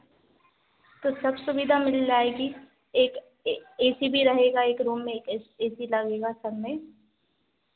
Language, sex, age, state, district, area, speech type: Hindi, female, 18-30, Madhya Pradesh, Narsinghpur, rural, conversation